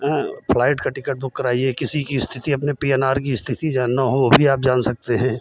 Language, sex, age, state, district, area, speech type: Hindi, male, 45-60, Uttar Pradesh, Lucknow, rural, spontaneous